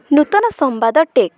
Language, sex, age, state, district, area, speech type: Odia, female, 18-30, Odisha, Bhadrak, rural, read